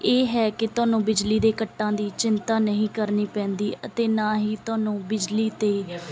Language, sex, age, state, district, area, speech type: Punjabi, female, 18-30, Punjab, Bathinda, rural, spontaneous